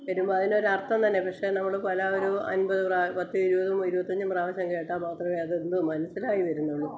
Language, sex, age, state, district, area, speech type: Malayalam, female, 45-60, Kerala, Kottayam, rural, spontaneous